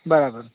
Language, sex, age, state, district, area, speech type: Gujarati, male, 30-45, Gujarat, Ahmedabad, urban, conversation